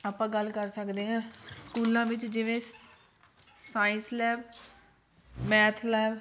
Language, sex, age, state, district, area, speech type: Punjabi, female, 30-45, Punjab, Shaheed Bhagat Singh Nagar, urban, spontaneous